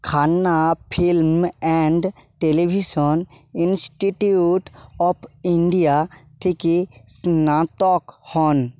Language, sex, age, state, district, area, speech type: Bengali, male, 18-30, West Bengal, Bankura, rural, read